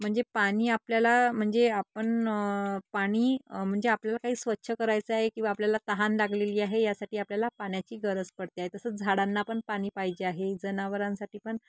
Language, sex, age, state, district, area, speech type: Marathi, female, 30-45, Maharashtra, Nagpur, urban, spontaneous